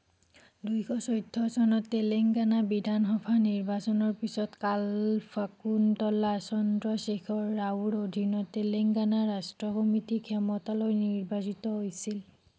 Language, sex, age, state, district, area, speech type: Assamese, female, 30-45, Assam, Nagaon, urban, read